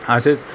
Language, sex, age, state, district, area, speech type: Marathi, male, 45-60, Maharashtra, Nanded, rural, spontaneous